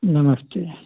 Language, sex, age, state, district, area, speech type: Hindi, male, 60+, Uttar Pradesh, Chandauli, rural, conversation